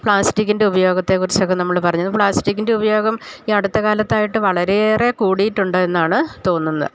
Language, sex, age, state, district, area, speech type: Malayalam, female, 60+, Kerala, Idukki, rural, spontaneous